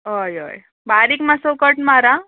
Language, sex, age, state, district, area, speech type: Goan Konkani, female, 18-30, Goa, Canacona, rural, conversation